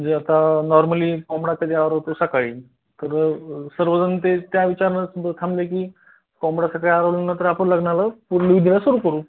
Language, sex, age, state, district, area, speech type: Marathi, male, 30-45, Maharashtra, Beed, rural, conversation